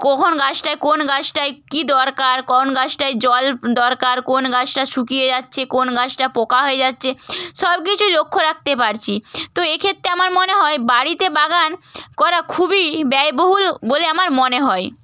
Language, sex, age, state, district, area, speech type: Bengali, female, 18-30, West Bengal, Purba Medinipur, rural, spontaneous